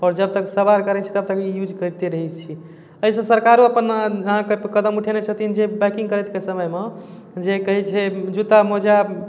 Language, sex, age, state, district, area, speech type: Maithili, male, 18-30, Bihar, Darbhanga, urban, spontaneous